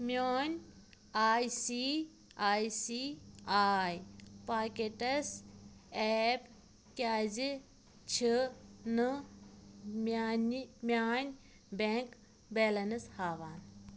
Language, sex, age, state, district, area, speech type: Kashmiri, female, 18-30, Jammu and Kashmir, Pulwama, rural, read